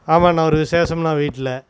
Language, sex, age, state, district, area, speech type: Tamil, male, 45-60, Tamil Nadu, Namakkal, rural, spontaneous